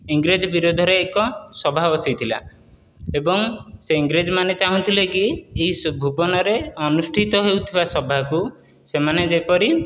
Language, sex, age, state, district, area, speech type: Odia, male, 18-30, Odisha, Dhenkanal, rural, spontaneous